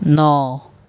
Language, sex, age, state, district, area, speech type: Punjabi, male, 18-30, Punjab, Mohali, urban, read